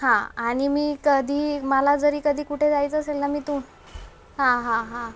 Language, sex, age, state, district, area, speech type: Marathi, female, 30-45, Maharashtra, Solapur, urban, spontaneous